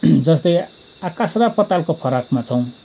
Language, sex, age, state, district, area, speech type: Nepali, male, 45-60, West Bengal, Kalimpong, rural, spontaneous